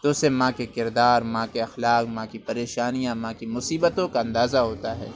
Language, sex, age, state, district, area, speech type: Urdu, male, 30-45, Uttar Pradesh, Lucknow, rural, spontaneous